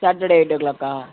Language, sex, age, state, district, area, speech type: Tamil, male, 30-45, Tamil Nadu, Tiruvarur, rural, conversation